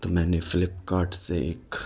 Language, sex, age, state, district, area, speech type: Urdu, male, 30-45, Uttar Pradesh, Lucknow, urban, spontaneous